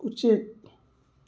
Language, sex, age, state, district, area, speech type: Manipuri, male, 45-60, Manipur, Thoubal, rural, read